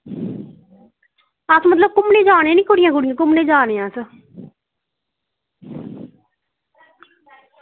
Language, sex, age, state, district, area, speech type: Dogri, female, 60+, Jammu and Kashmir, Reasi, rural, conversation